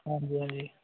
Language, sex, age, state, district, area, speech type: Punjabi, male, 45-60, Punjab, Muktsar, urban, conversation